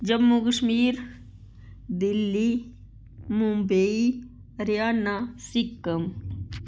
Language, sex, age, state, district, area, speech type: Dogri, female, 60+, Jammu and Kashmir, Udhampur, rural, spontaneous